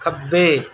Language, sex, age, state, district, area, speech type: Punjabi, male, 30-45, Punjab, Mansa, urban, read